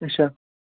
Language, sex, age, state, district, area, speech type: Kashmiri, male, 18-30, Jammu and Kashmir, Baramulla, rural, conversation